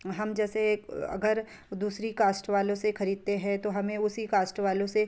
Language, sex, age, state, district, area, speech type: Hindi, female, 30-45, Madhya Pradesh, Betul, urban, spontaneous